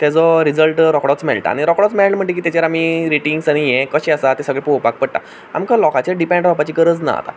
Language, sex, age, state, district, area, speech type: Goan Konkani, male, 18-30, Goa, Quepem, rural, spontaneous